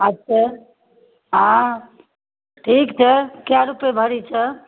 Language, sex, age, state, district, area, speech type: Maithili, female, 60+, Bihar, Darbhanga, urban, conversation